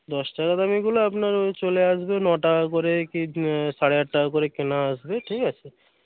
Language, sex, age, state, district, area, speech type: Bengali, male, 18-30, West Bengal, Paschim Medinipur, rural, conversation